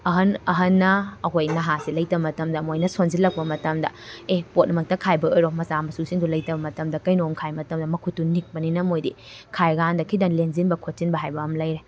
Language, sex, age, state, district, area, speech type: Manipuri, female, 18-30, Manipur, Kakching, rural, spontaneous